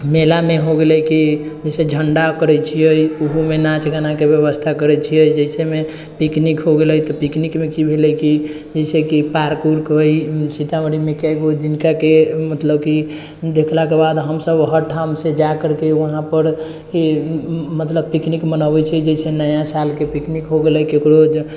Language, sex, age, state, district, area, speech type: Maithili, male, 18-30, Bihar, Sitamarhi, rural, spontaneous